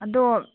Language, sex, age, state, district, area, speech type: Manipuri, female, 30-45, Manipur, Imphal East, rural, conversation